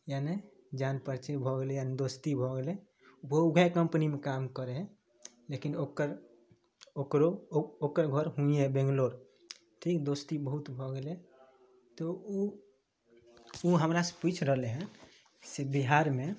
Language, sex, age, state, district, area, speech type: Maithili, male, 18-30, Bihar, Samastipur, urban, spontaneous